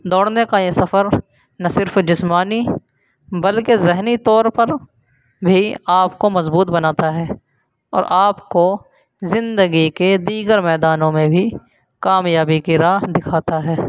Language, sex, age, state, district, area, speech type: Urdu, male, 18-30, Uttar Pradesh, Saharanpur, urban, spontaneous